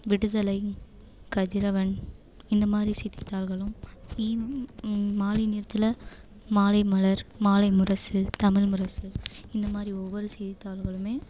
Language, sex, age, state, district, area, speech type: Tamil, female, 18-30, Tamil Nadu, Perambalur, rural, spontaneous